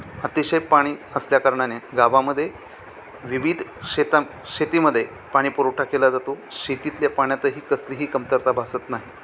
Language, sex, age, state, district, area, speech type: Marathi, male, 45-60, Maharashtra, Thane, rural, spontaneous